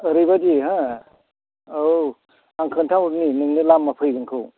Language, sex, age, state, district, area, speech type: Bodo, male, 60+, Assam, Chirang, rural, conversation